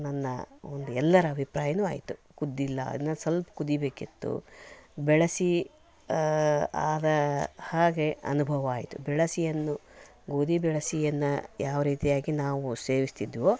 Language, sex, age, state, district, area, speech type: Kannada, female, 60+, Karnataka, Koppal, rural, spontaneous